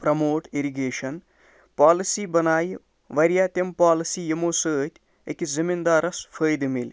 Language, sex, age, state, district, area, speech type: Kashmiri, male, 60+, Jammu and Kashmir, Ganderbal, rural, spontaneous